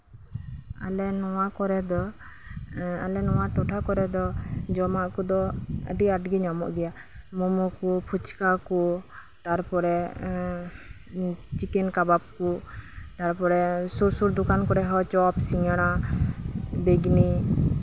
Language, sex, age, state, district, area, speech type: Santali, female, 18-30, West Bengal, Birbhum, rural, spontaneous